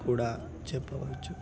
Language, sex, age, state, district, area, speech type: Telugu, male, 18-30, Telangana, Nalgonda, urban, spontaneous